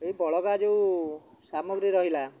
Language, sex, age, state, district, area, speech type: Odia, male, 60+, Odisha, Jagatsinghpur, rural, spontaneous